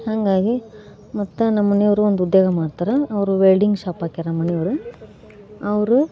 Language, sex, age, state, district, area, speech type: Kannada, female, 18-30, Karnataka, Gadag, rural, spontaneous